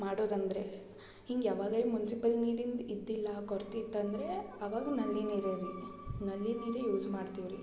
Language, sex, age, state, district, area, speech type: Kannada, female, 18-30, Karnataka, Gulbarga, urban, spontaneous